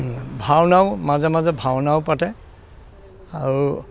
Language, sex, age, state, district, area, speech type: Assamese, male, 60+, Assam, Dhemaji, rural, spontaneous